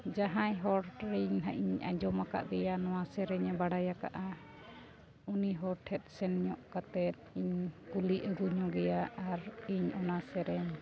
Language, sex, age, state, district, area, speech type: Santali, female, 45-60, Odisha, Mayurbhanj, rural, spontaneous